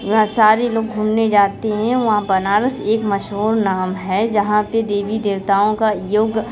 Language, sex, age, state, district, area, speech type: Hindi, female, 45-60, Uttar Pradesh, Mirzapur, urban, spontaneous